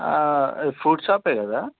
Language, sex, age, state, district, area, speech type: Telugu, male, 18-30, Telangana, Hyderabad, rural, conversation